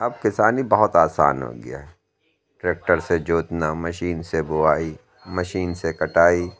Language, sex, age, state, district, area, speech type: Urdu, male, 45-60, Uttar Pradesh, Lucknow, rural, spontaneous